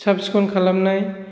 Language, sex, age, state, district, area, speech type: Bodo, male, 45-60, Assam, Kokrajhar, rural, spontaneous